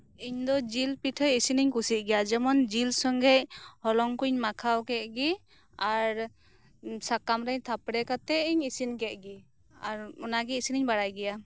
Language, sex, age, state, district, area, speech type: Santali, female, 30-45, West Bengal, Birbhum, rural, spontaneous